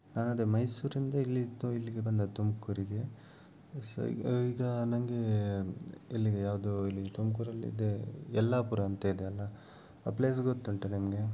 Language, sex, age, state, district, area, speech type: Kannada, male, 18-30, Karnataka, Tumkur, urban, spontaneous